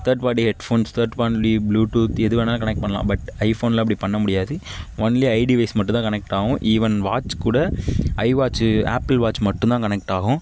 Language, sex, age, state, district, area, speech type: Tamil, male, 60+, Tamil Nadu, Tiruvarur, urban, spontaneous